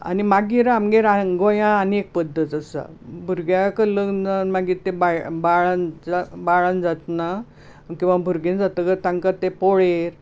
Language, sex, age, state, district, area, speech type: Goan Konkani, female, 60+, Goa, Bardez, urban, spontaneous